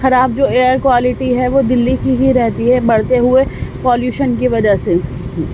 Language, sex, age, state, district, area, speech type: Urdu, female, 18-30, Delhi, Central Delhi, urban, spontaneous